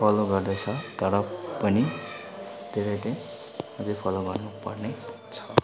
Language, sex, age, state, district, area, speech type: Nepali, male, 60+, West Bengal, Kalimpong, rural, spontaneous